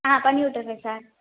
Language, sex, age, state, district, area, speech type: Tamil, female, 18-30, Tamil Nadu, Theni, rural, conversation